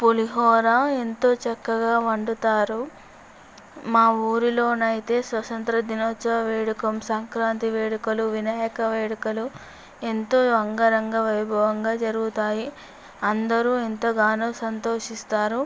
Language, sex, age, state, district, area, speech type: Telugu, female, 18-30, Andhra Pradesh, Visakhapatnam, urban, spontaneous